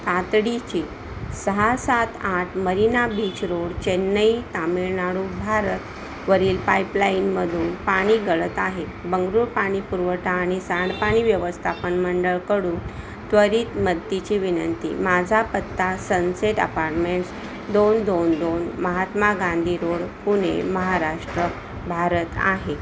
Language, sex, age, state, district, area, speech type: Marathi, female, 45-60, Maharashtra, Palghar, urban, read